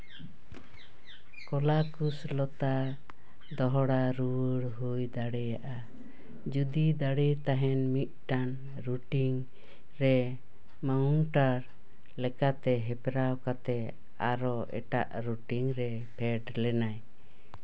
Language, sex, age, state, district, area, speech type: Santali, female, 60+, West Bengal, Paschim Bardhaman, urban, read